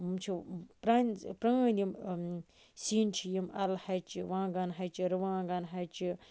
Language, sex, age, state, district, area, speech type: Kashmiri, female, 30-45, Jammu and Kashmir, Baramulla, rural, spontaneous